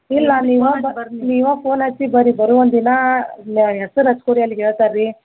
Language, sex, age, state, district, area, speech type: Kannada, female, 60+, Karnataka, Belgaum, rural, conversation